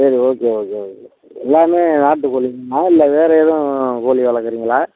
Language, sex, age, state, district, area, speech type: Tamil, male, 60+, Tamil Nadu, Pudukkottai, rural, conversation